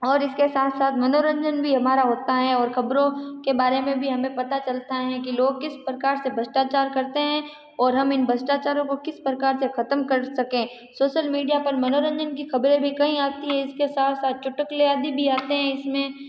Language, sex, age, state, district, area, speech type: Hindi, female, 45-60, Rajasthan, Jodhpur, urban, spontaneous